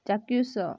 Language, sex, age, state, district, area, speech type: Odia, female, 30-45, Odisha, Kalahandi, rural, read